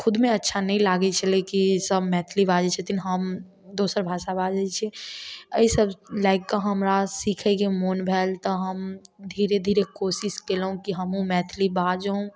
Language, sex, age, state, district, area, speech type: Maithili, female, 18-30, Bihar, Samastipur, urban, spontaneous